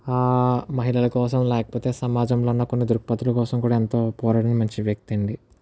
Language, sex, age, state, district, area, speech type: Telugu, male, 18-30, Andhra Pradesh, Kakinada, urban, spontaneous